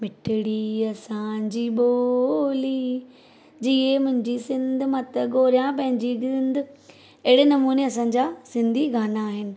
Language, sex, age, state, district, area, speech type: Sindhi, female, 30-45, Maharashtra, Thane, urban, spontaneous